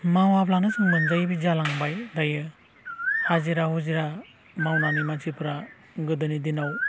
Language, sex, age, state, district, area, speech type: Bodo, male, 30-45, Assam, Udalguri, rural, spontaneous